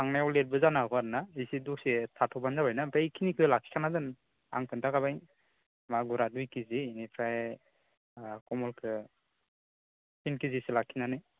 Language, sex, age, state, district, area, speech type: Bodo, male, 18-30, Assam, Baksa, rural, conversation